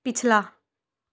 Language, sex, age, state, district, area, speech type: Punjabi, female, 18-30, Punjab, Patiala, urban, read